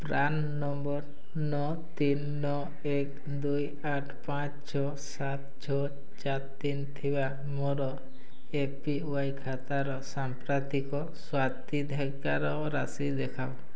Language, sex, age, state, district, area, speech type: Odia, male, 18-30, Odisha, Mayurbhanj, rural, read